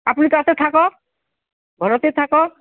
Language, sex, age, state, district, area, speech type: Assamese, female, 45-60, Assam, Goalpara, rural, conversation